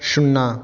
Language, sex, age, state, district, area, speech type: Maithili, male, 45-60, Bihar, Madhubani, urban, read